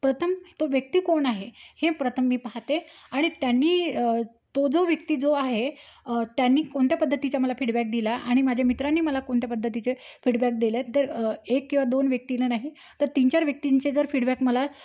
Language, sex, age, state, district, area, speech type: Marathi, female, 30-45, Maharashtra, Amravati, rural, spontaneous